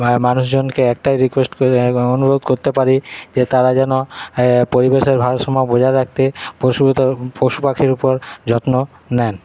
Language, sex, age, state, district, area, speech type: Bengali, male, 30-45, West Bengal, Paschim Bardhaman, urban, spontaneous